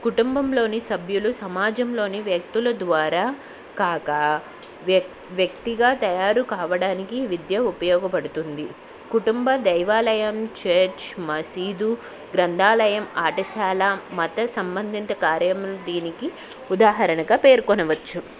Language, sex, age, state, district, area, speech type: Telugu, female, 18-30, Telangana, Hyderabad, urban, spontaneous